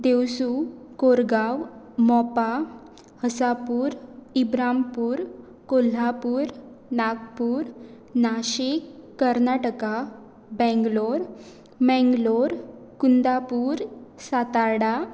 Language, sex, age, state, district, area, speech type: Goan Konkani, female, 18-30, Goa, Pernem, rural, spontaneous